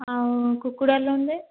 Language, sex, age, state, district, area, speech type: Odia, female, 45-60, Odisha, Dhenkanal, rural, conversation